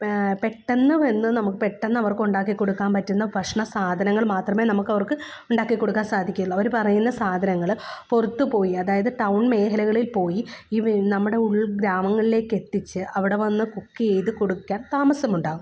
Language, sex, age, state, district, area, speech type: Malayalam, female, 30-45, Kerala, Alappuzha, rural, spontaneous